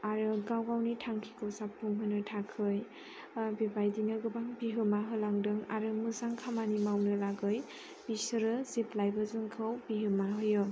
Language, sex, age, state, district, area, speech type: Bodo, female, 18-30, Assam, Chirang, rural, spontaneous